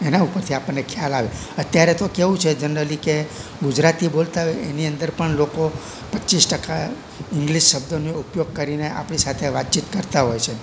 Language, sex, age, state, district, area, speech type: Gujarati, male, 60+, Gujarat, Rajkot, rural, spontaneous